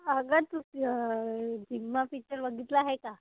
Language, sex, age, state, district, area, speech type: Marathi, female, 18-30, Maharashtra, Amravati, urban, conversation